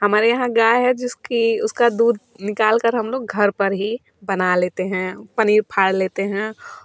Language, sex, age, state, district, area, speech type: Hindi, female, 30-45, Uttar Pradesh, Varanasi, rural, spontaneous